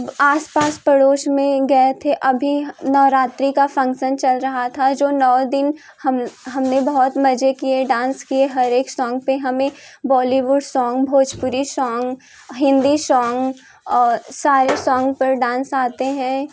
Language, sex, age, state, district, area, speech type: Hindi, female, 18-30, Uttar Pradesh, Jaunpur, urban, spontaneous